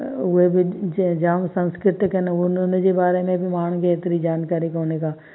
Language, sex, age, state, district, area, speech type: Sindhi, female, 45-60, Gujarat, Kutch, rural, spontaneous